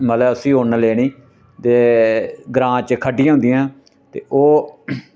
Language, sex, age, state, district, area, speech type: Dogri, male, 60+, Jammu and Kashmir, Reasi, rural, spontaneous